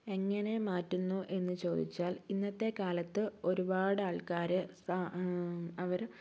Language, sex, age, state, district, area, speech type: Malayalam, female, 18-30, Kerala, Kozhikode, urban, spontaneous